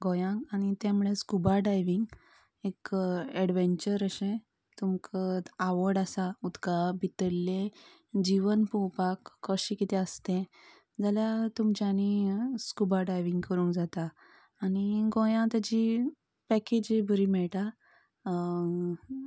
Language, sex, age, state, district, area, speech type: Goan Konkani, female, 30-45, Goa, Canacona, rural, spontaneous